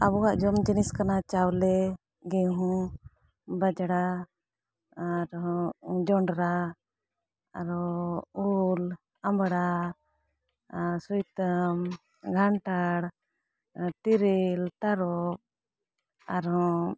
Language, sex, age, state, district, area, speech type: Santali, female, 45-60, Jharkhand, Bokaro, rural, spontaneous